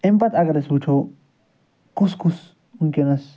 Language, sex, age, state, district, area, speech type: Kashmiri, male, 45-60, Jammu and Kashmir, Srinagar, rural, spontaneous